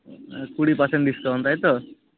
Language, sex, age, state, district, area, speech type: Santali, male, 18-30, West Bengal, Malda, rural, conversation